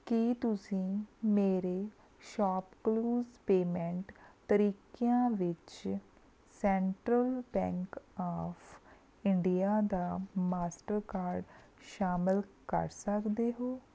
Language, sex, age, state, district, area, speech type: Punjabi, female, 18-30, Punjab, Rupnagar, rural, read